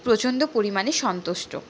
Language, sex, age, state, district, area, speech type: Bengali, female, 60+, West Bengal, Purulia, rural, spontaneous